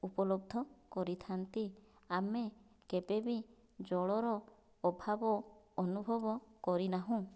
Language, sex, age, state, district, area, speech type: Odia, female, 30-45, Odisha, Kandhamal, rural, spontaneous